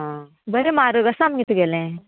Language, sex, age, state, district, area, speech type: Goan Konkani, female, 45-60, Goa, Murmgao, rural, conversation